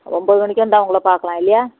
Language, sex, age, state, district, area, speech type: Tamil, female, 45-60, Tamil Nadu, Thoothukudi, rural, conversation